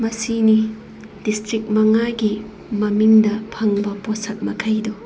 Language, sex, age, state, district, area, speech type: Manipuri, female, 30-45, Manipur, Thoubal, rural, spontaneous